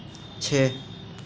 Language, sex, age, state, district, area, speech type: Hindi, male, 18-30, Uttar Pradesh, Mirzapur, rural, read